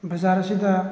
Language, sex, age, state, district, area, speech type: Manipuri, male, 18-30, Manipur, Thoubal, rural, spontaneous